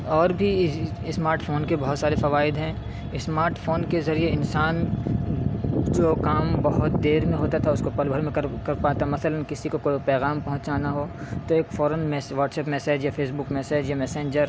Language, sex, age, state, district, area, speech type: Urdu, male, 18-30, Uttar Pradesh, Saharanpur, urban, spontaneous